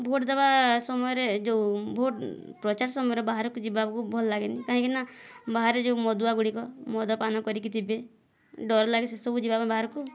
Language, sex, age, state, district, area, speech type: Odia, female, 60+, Odisha, Boudh, rural, spontaneous